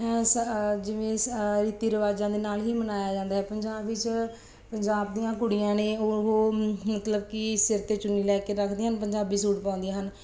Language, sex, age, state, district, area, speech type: Punjabi, female, 30-45, Punjab, Bathinda, urban, spontaneous